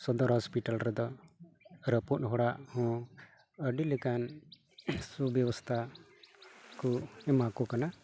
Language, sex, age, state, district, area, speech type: Santali, male, 45-60, West Bengal, Malda, rural, spontaneous